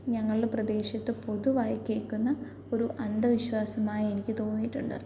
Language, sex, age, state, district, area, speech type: Malayalam, female, 18-30, Kerala, Pathanamthitta, urban, spontaneous